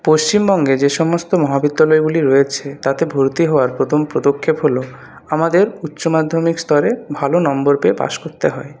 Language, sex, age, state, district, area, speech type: Bengali, male, 30-45, West Bengal, Purulia, urban, spontaneous